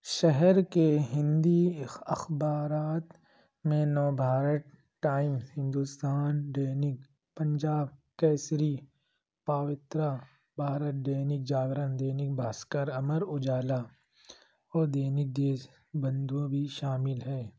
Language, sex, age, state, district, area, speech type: Urdu, male, 45-60, Uttar Pradesh, Lucknow, urban, read